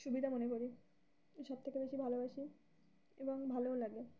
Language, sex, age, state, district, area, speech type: Bengali, female, 18-30, West Bengal, Uttar Dinajpur, urban, spontaneous